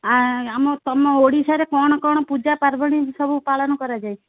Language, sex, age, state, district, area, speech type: Odia, female, 45-60, Odisha, Angul, rural, conversation